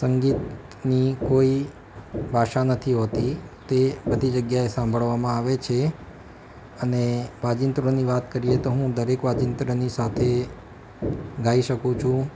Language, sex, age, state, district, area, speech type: Gujarati, male, 30-45, Gujarat, Ahmedabad, urban, spontaneous